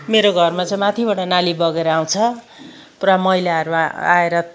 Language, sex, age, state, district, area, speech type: Nepali, female, 60+, West Bengal, Kalimpong, rural, spontaneous